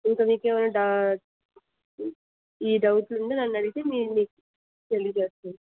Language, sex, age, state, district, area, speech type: Telugu, female, 60+, Andhra Pradesh, Krishna, urban, conversation